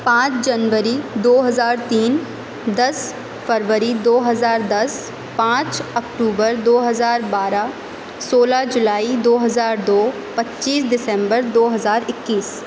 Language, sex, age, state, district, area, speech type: Urdu, female, 18-30, Uttar Pradesh, Aligarh, urban, spontaneous